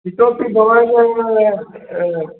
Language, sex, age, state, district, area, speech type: Sanskrit, male, 45-60, Uttar Pradesh, Prayagraj, urban, conversation